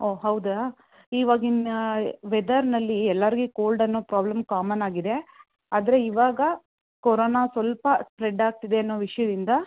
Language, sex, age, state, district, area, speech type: Kannada, female, 18-30, Karnataka, Mandya, rural, conversation